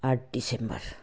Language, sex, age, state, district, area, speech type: Nepali, female, 60+, West Bengal, Jalpaiguri, rural, spontaneous